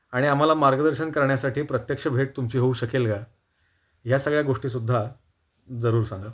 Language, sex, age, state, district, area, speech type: Marathi, male, 18-30, Maharashtra, Kolhapur, urban, spontaneous